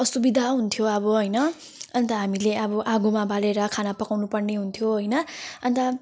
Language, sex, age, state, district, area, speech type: Nepali, female, 18-30, West Bengal, Jalpaiguri, urban, spontaneous